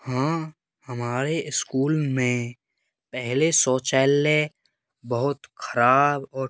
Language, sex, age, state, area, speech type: Hindi, male, 18-30, Rajasthan, rural, spontaneous